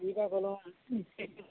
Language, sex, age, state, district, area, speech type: Telugu, male, 18-30, Andhra Pradesh, Srikakulam, urban, conversation